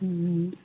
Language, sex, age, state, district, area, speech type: Telugu, female, 30-45, Telangana, Hanamkonda, urban, conversation